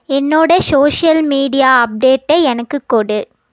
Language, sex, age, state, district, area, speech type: Tamil, female, 18-30, Tamil Nadu, Erode, rural, read